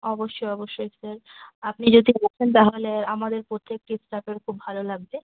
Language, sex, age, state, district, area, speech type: Bengali, female, 18-30, West Bengal, Malda, rural, conversation